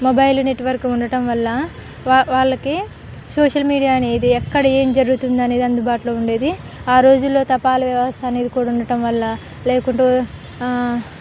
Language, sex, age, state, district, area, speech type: Telugu, female, 18-30, Telangana, Khammam, urban, spontaneous